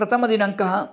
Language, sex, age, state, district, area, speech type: Sanskrit, male, 45-60, Karnataka, Dharwad, urban, spontaneous